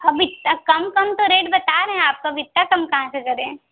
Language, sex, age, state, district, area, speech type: Hindi, female, 30-45, Uttar Pradesh, Mirzapur, rural, conversation